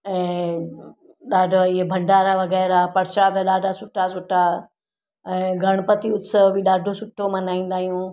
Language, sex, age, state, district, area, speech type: Sindhi, female, 60+, Gujarat, Surat, urban, spontaneous